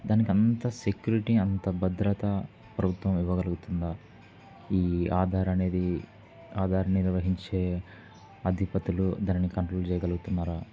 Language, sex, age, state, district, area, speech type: Telugu, male, 18-30, Andhra Pradesh, Kurnool, urban, spontaneous